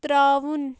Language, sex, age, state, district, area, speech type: Kashmiri, female, 18-30, Jammu and Kashmir, Shopian, rural, read